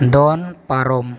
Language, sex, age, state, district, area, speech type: Santali, male, 18-30, Jharkhand, East Singhbhum, rural, read